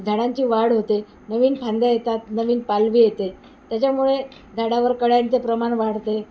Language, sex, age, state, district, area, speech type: Marathi, female, 60+, Maharashtra, Wardha, urban, spontaneous